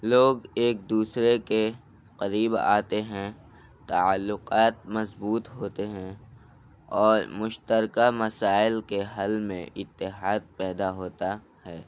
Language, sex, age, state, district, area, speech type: Urdu, male, 18-30, Delhi, North East Delhi, rural, spontaneous